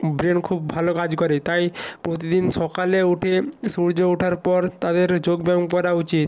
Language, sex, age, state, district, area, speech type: Bengali, male, 18-30, West Bengal, Purba Medinipur, rural, spontaneous